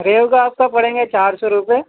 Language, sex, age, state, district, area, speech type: Urdu, male, 18-30, Uttar Pradesh, Gautam Buddha Nagar, urban, conversation